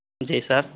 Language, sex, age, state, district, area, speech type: Hindi, male, 18-30, Bihar, Vaishali, rural, conversation